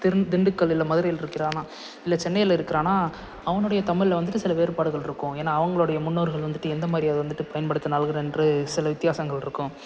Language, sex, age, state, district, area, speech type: Tamil, male, 18-30, Tamil Nadu, Salem, urban, spontaneous